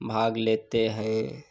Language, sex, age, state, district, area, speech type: Hindi, male, 30-45, Uttar Pradesh, Lucknow, rural, spontaneous